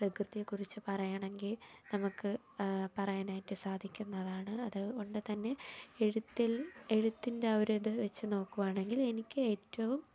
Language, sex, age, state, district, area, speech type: Malayalam, female, 18-30, Kerala, Thiruvananthapuram, rural, spontaneous